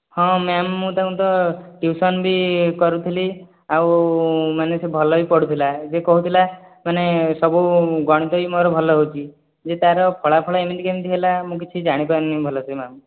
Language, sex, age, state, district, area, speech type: Odia, male, 18-30, Odisha, Dhenkanal, rural, conversation